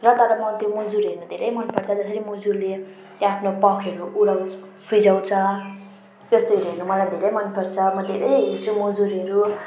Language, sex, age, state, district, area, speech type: Nepali, female, 30-45, West Bengal, Jalpaiguri, urban, spontaneous